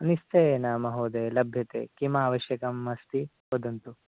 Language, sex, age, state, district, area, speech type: Sanskrit, male, 30-45, Kerala, Kasaragod, rural, conversation